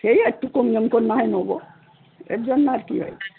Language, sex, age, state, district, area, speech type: Bengali, female, 60+, West Bengal, Darjeeling, rural, conversation